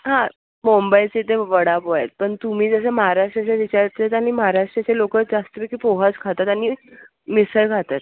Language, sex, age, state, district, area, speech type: Marathi, female, 18-30, Maharashtra, Thane, urban, conversation